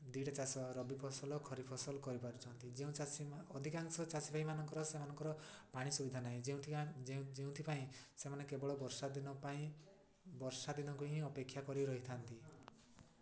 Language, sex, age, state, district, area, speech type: Odia, male, 18-30, Odisha, Mayurbhanj, rural, spontaneous